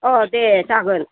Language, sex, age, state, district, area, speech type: Bodo, female, 60+, Assam, Kokrajhar, rural, conversation